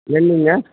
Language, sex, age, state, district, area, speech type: Tamil, male, 45-60, Tamil Nadu, Tiruvannamalai, rural, conversation